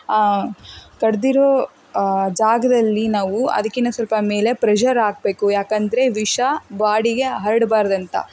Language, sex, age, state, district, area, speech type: Kannada, female, 18-30, Karnataka, Davanagere, rural, spontaneous